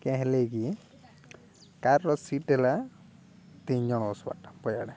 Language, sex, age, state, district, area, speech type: Odia, male, 30-45, Odisha, Balangir, urban, spontaneous